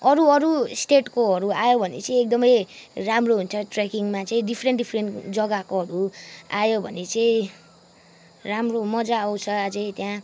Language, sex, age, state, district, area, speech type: Nepali, female, 18-30, West Bengal, Kalimpong, rural, spontaneous